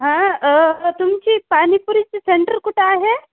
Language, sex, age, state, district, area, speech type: Marathi, female, 30-45, Maharashtra, Nanded, urban, conversation